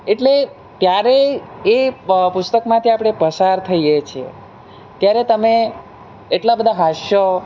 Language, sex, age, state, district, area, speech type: Gujarati, male, 18-30, Gujarat, Surat, rural, spontaneous